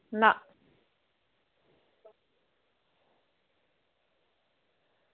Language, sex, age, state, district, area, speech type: Dogri, female, 30-45, Jammu and Kashmir, Reasi, rural, conversation